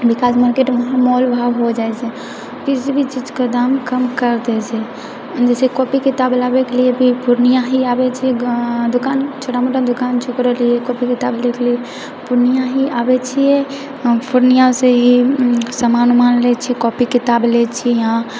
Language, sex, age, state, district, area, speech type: Maithili, female, 18-30, Bihar, Purnia, rural, spontaneous